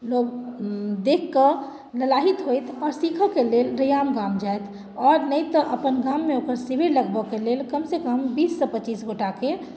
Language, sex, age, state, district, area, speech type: Maithili, female, 30-45, Bihar, Madhubani, rural, spontaneous